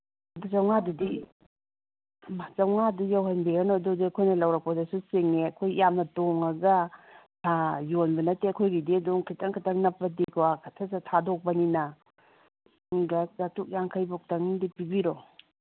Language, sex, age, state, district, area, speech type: Manipuri, female, 45-60, Manipur, Kangpokpi, urban, conversation